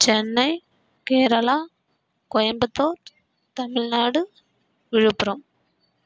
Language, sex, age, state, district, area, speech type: Tamil, female, 18-30, Tamil Nadu, Kallakurichi, rural, spontaneous